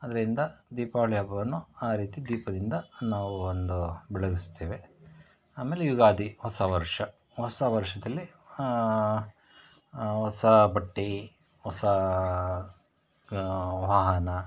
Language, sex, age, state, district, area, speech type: Kannada, male, 45-60, Karnataka, Shimoga, rural, spontaneous